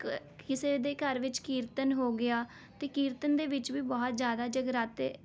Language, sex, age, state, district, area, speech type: Punjabi, female, 18-30, Punjab, Rupnagar, urban, spontaneous